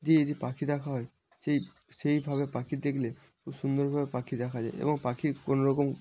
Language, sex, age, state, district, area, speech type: Bengali, male, 18-30, West Bengal, North 24 Parganas, rural, spontaneous